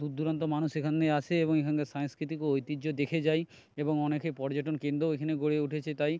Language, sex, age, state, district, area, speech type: Bengali, male, 60+, West Bengal, Jhargram, rural, spontaneous